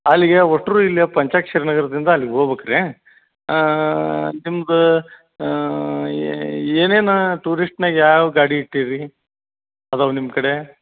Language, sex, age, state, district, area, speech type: Kannada, male, 45-60, Karnataka, Gadag, rural, conversation